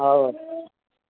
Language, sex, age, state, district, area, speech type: Odia, female, 45-60, Odisha, Sundergarh, rural, conversation